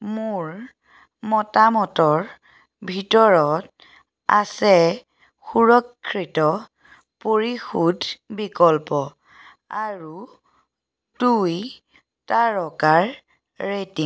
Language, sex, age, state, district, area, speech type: Assamese, female, 30-45, Assam, Majuli, rural, read